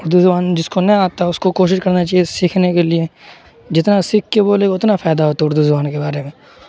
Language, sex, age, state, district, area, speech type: Urdu, male, 18-30, Bihar, Supaul, rural, spontaneous